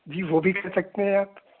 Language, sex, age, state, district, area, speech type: Urdu, male, 30-45, Delhi, South Delhi, urban, conversation